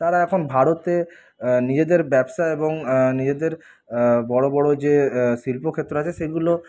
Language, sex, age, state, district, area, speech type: Bengali, male, 45-60, West Bengal, Paschim Bardhaman, rural, spontaneous